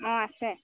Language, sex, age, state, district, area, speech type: Assamese, female, 30-45, Assam, Golaghat, urban, conversation